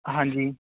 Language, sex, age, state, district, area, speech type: Punjabi, male, 18-30, Punjab, Kapurthala, urban, conversation